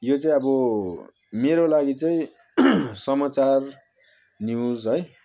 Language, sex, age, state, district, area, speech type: Nepali, male, 30-45, West Bengal, Jalpaiguri, urban, spontaneous